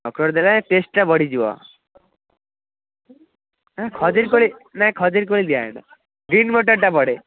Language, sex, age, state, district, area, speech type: Odia, male, 18-30, Odisha, Kendrapara, urban, conversation